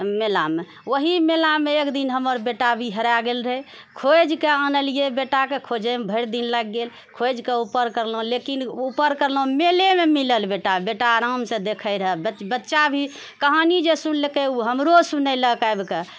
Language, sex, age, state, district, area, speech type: Maithili, female, 45-60, Bihar, Purnia, rural, spontaneous